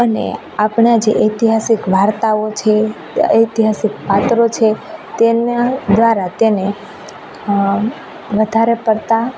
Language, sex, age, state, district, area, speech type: Gujarati, female, 18-30, Gujarat, Rajkot, rural, spontaneous